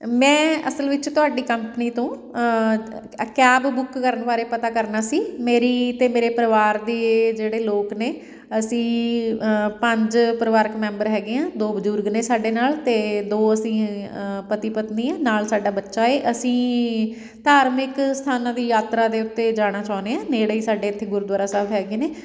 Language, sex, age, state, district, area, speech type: Punjabi, female, 30-45, Punjab, Fatehgarh Sahib, urban, spontaneous